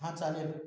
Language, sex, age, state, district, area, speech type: Marathi, male, 18-30, Maharashtra, Washim, rural, spontaneous